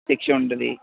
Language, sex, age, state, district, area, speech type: Telugu, male, 30-45, Andhra Pradesh, N T Rama Rao, urban, conversation